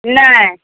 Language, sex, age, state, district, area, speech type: Maithili, female, 60+, Bihar, Araria, rural, conversation